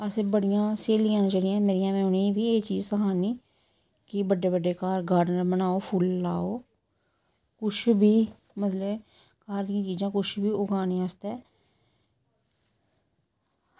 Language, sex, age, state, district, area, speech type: Dogri, female, 30-45, Jammu and Kashmir, Samba, rural, spontaneous